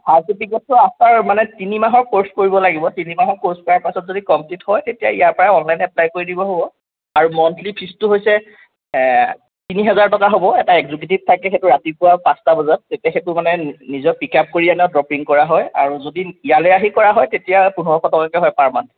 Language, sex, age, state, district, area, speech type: Assamese, male, 30-45, Assam, Jorhat, urban, conversation